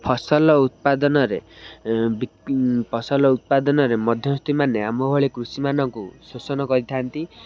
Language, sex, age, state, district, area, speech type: Odia, male, 18-30, Odisha, Kendrapara, urban, spontaneous